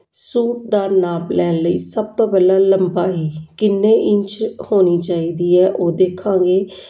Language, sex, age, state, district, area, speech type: Punjabi, female, 45-60, Punjab, Jalandhar, urban, spontaneous